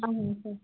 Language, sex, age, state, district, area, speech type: Hindi, female, 30-45, Madhya Pradesh, Gwalior, rural, conversation